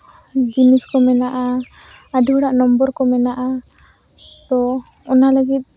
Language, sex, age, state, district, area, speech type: Santali, female, 18-30, Jharkhand, Seraikela Kharsawan, rural, spontaneous